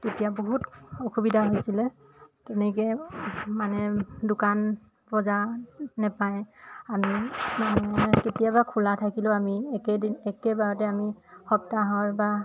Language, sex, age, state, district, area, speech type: Assamese, female, 18-30, Assam, Dhemaji, urban, spontaneous